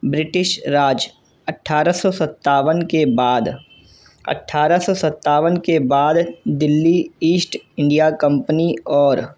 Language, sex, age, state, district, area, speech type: Urdu, male, 18-30, Delhi, North East Delhi, urban, spontaneous